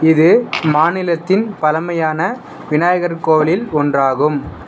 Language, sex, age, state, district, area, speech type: Tamil, male, 30-45, Tamil Nadu, Dharmapuri, rural, read